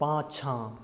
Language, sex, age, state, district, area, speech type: Maithili, male, 18-30, Bihar, Darbhanga, rural, read